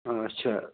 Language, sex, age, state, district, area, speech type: Kashmiri, male, 45-60, Jammu and Kashmir, Ganderbal, rural, conversation